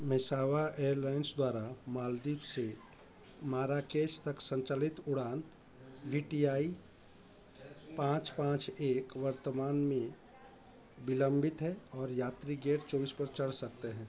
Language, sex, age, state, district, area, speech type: Hindi, male, 45-60, Madhya Pradesh, Chhindwara, rural, read